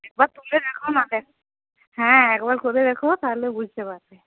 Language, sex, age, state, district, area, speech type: Bengali, female, 45-60, West Bengal, Uttar Dinajpur, rural, conversation